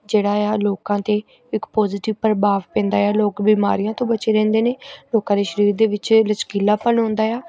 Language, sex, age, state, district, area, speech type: Punjabi, female, 18-30, Punjab, Gurdaspur, urban, spontaneous